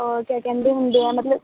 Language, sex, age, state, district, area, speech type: Punjabi, female, 18-30, Punjab, Kapurthala, urban, conversation